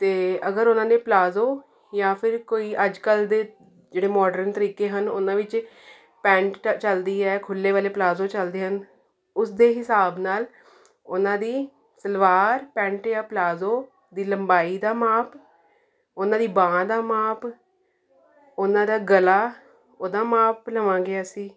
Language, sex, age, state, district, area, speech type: Punjabi, female, 30-45, Punjab, Jalandhar, urban, spontaneous